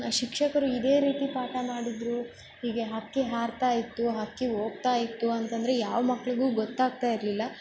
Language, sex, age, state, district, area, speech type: Kannada, female, 18-30, Karnataka, Bellary, rural, spontaneous